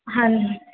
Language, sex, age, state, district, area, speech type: Punjabi, female, 18-30, Punjab, Rupnagar, urban, conversation